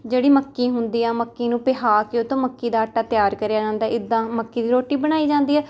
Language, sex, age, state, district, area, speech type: Punjabi, female, 18-30, Punjab, Rupnagar, rural, spontaneous